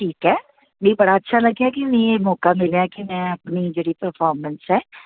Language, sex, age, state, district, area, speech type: Dogri, female, 45-60, Jammu and Kashmir, Udhampur, urban, conversation